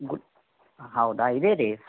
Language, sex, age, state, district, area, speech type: Kannada, male, 45-60, Karnataka, Davanagere, rural, conversation